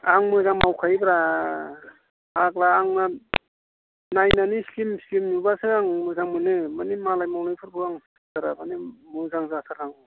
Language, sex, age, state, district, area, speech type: Bodo, male, 45-60, Assam, Udalguri, rural, conversation